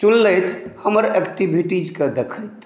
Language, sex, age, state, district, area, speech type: Maithili, male, 45-60, Bihar, Saharsa, urban, spontaneous